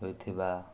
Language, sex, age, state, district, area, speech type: Odia, male, 18-30, Odisha, Ganjam, urban, spontaneous